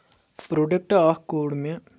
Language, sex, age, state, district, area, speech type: Kashmiri, male, 18-30, Jammu and Kashmir, Anantnag, rural, spontaneous